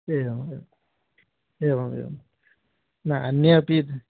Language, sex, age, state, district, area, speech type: Sanskrit, male, 18-30, West Bengal, North 24 Parganas, rural, conversation